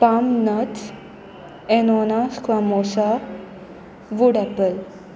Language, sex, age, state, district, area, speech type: Goan Konkani, female, 18-30, Goa, Sanguem, rural, spontaneous